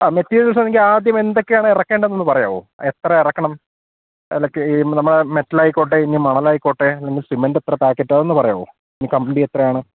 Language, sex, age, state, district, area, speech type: Malayalam, male, 30-45, Kerala, Thiruvananthapuram, urban, conversation